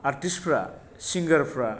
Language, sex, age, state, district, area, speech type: Bodo, male, 45-60, Assam, Baksa, rural, spontaneous